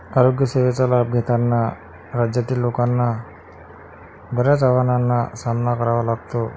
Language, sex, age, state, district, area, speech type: Marathi, male, 45-60, Maharashtra, Akola, urban, spontaneous